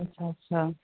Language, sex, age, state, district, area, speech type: Urdu, female, 30-45, Uttar Pradesh, Rampur, urban, conversation